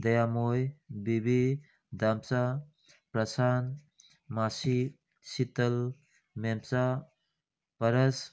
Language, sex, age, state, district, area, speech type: Manipuri, male, 60+, Manipur, Kangpokpi, urban, spontaneous